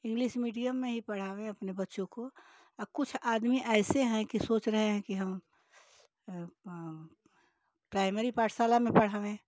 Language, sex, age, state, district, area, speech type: Hindi, female, 60+, Uttar Pradesh, Ghazipur, rural, spontaneous